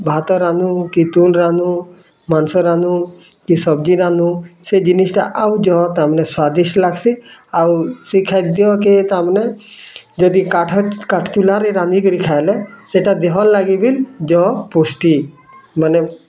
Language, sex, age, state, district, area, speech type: Odia, male, 30-45, Odisha, Bargarh, urban, spontaneous